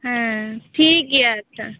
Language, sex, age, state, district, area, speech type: Santali, female, 18-30, West Bengal, Malda, rural, conversation